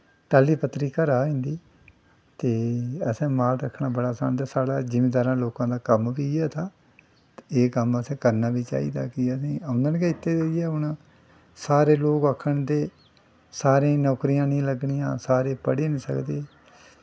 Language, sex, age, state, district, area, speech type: Dogri, male, 60+, Jammu and Kashmir, Udhampur, rural, spontaneous